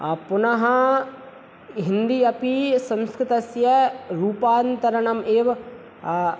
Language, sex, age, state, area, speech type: Sanskrit, male, 18-30, Madhya Pradesh, rural, spontaneous